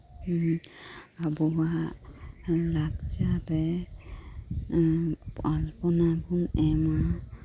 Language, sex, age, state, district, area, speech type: Santali, female, 30-45, West Bengal, Birbhum, rural, spontaneous